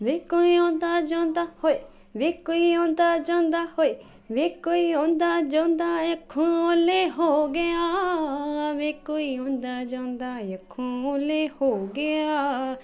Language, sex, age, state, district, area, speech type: Punjabi, female, 18-30, Punjab, Jalandhar, urban, spontaneous